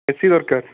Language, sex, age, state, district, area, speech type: Odia, male, 18-30, Odisha, Puri, urban, conversation